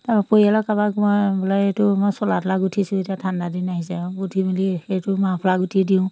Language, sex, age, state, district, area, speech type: Assamese, female, 45-60, Assam, Majuli, urban, spontaneous